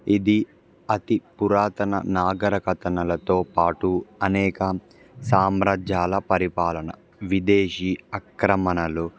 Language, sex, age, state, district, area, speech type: Telugu, male, 18-30, Andhra Pradesh, Palnadu, rural, spontaneous